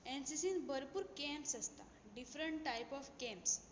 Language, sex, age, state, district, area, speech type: Goan Konkani, female, 18-30, Goa, Tiswadi, rural, spontaneous